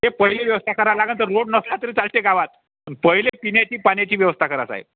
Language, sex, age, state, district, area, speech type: Marathi, male, 30-45, Maharashtra, Wardha, urban, conversation